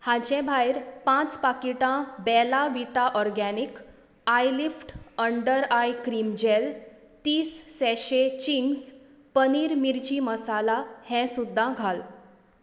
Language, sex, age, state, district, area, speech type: Goan Konkani, female, 30-45, Goa, Tiswadi, rural, read